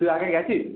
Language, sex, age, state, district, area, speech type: Bengali, male, 18-30, West Bengal, Kolkata, urban, conversation